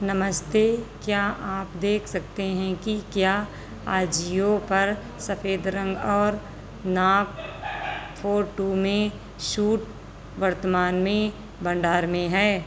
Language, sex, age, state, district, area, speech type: Hindi, female, 45-60, Uttar Pradesh, Sitapur, rural, read